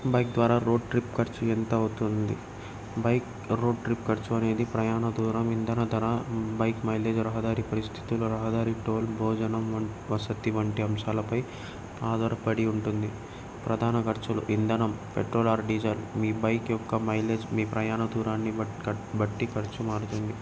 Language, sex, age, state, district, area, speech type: Telugu, male, 18-30, Andhra Pradesh, Krishna, urban, spontaneous